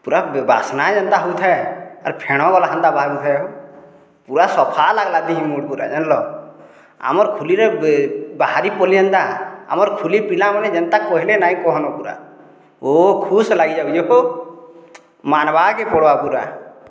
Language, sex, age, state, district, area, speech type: Odia, male, 30-45, Odisha, Boudh, rural, spontaneous